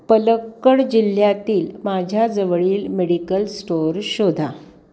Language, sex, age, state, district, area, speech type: Marathi, female, 60+, Maharashtra, Pune, urban, read